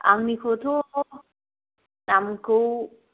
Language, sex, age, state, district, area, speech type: Bodo, female, 30-45, Assam, Kokrajhar, rural, conversation